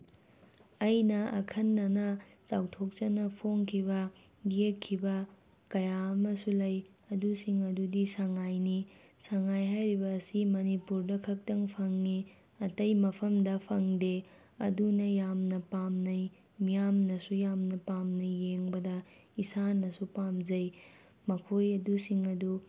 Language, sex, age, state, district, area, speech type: Manipuri, female, 30-45, Manipur, Tengnoupal, urban, spontaneous